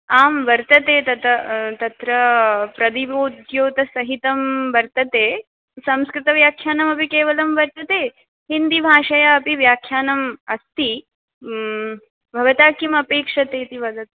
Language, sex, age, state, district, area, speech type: Sanskrit, female, 18-30, West Bengal, Dakshin Dinajpur, urban, conversation